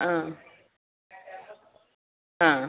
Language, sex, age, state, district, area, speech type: Malayalam, female, 45-60, Kerala, Malappuram, rural, conversation